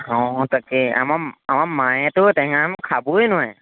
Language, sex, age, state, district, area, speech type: Assamese, male, 18-30, Assam, Golaghat, urban, conversation